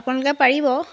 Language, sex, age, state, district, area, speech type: Assamese, female, 30-45, Assam, Jorhat, urban, spontaneous